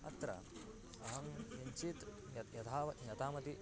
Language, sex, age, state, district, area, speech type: Sanskrit, male, 18-30, Karnataka, Bagalkot, rural, spontaneous